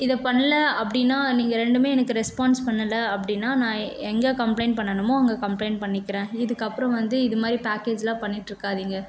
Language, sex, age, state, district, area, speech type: Tamil, female, 18-30, Tamil Nadu, Tiruvannamalai, urban, spontaneous